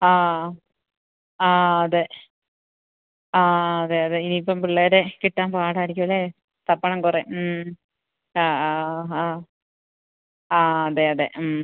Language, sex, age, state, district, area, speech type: Malayalam, female, 30-45, Kerala, Idukki, rural, conversation